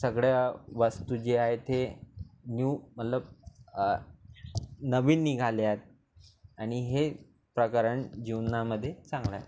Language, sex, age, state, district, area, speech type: Marathi, male, 18-30, Maharashtra, Nagpur, urban, spontaneous